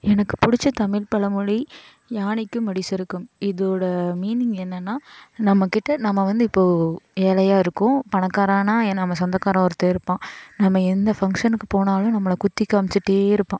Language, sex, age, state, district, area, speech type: Tamil, female, 18-30, Tamil Nadu, Coimbatore, rural, spontaneous